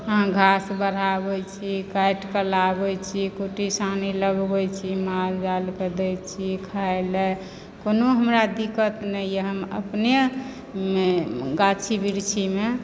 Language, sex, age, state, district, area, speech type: Maithili, female, 60+, Bihar, Supaul, urban, spontaneous